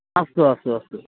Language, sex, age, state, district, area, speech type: Sanskrit, male, 30-45, Kerala, Thiruvananthapuram, urban, conversation